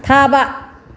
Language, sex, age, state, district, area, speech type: Manipuri, female, 30-45, Manipur, Bishnupur, rural, read